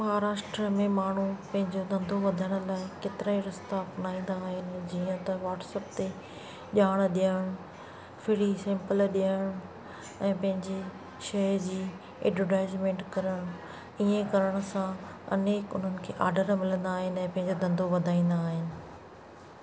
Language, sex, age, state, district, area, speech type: Sindhi, female, 45-60, Maharashtra, Thane, urban, spontaneous